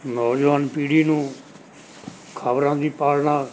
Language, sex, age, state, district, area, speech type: Punjabi, male, 60+, Punjab, Mansa, urban, spontaneous